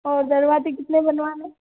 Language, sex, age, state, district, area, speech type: Hindi, female, 18-30, Rajasthan, Jodhpur, urban, conversation